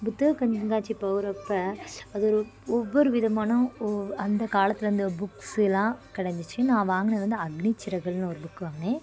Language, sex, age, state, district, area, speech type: Tamil, female, 18-30, Tamil Nadu, Madurai, urban, spontaneous